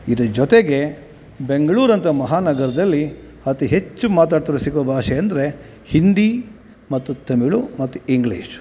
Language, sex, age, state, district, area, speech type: Kannada, male, 45-60, Karnataka, Kolar, rural, spontaneous